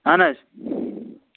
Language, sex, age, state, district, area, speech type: Kashmiri, male, 18-30, Jammu and Kashmir, Anantnag, rural, conversation